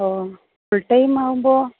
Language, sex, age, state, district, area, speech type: Malayalam, female, 30-45, Kerala, Kollam, rural, conversation